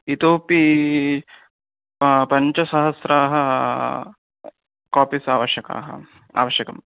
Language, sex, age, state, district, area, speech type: Sanskrit, male, 18-30, Karnataka, Uttara Kannada, rural, conversation